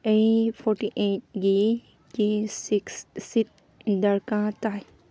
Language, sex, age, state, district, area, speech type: Manipuri, female, 18-30, Manipur, Kangpokpi, urban, read